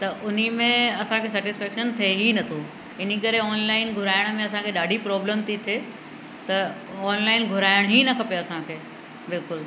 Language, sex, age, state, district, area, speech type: Sindhi, female, 60+, Uttar Pradesh, Lucknow, rural, spontaneous